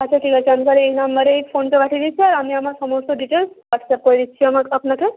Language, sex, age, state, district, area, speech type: Bengali, female, 18-30, West Bengal, Hooghly, urban, conversation